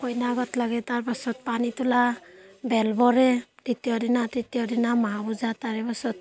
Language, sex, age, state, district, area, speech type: Assamese, female, 30-45, Assam, Barpeta, rural, spontaneous